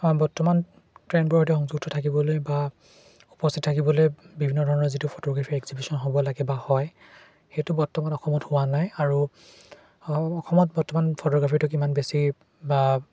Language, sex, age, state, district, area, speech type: Assamese, male, 18-30, Assam, Charaideo, urban, spontaneous